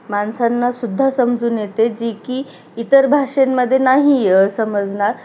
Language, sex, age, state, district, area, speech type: Marathi, female, 30-45, Maharashtra, Nanded, rural, spontaneous